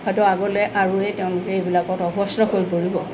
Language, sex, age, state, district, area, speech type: Assamese, female, 60+, Assam, Tinsukia, rural, spontaneous